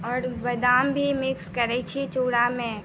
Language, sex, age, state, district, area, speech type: Maithili, female, 18-30, Bihar, Muzaffarpur, rural, spontaneous